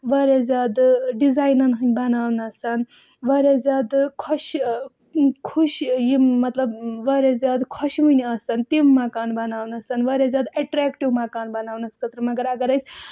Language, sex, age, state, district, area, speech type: Kashmiri, female, 18-30, Jammu and Kashmir, Budgam, rural, spontaneous